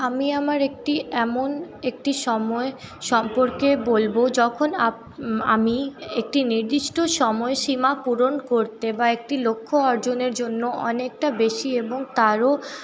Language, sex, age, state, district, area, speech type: Bengali, female, 30-45, West Bengal, Paschim Bardhaman, urban, spontaneous